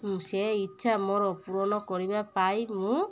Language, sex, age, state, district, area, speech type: Odia, female, 30-45, Odisha, Malkangiri, urban, spontaneous